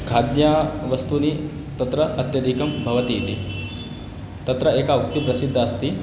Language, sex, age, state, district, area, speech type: Sanskrit, male, 18-30, Madhya Pradesh, Ujjain, urban, spontaneous